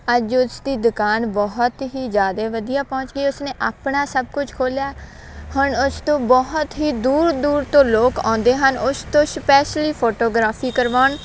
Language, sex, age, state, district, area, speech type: Punjabi, female, 18-30, Punjab, Faridkot, rural, spontaneous